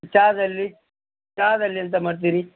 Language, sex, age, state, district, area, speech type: Kannada, male, 45-60, Karnataka, Udupi, rural, conversation